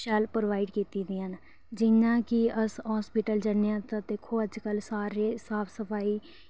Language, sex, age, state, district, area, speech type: Dogri, female, 18-30, Jammu and Kashmir, Reasi, urban, spontaneous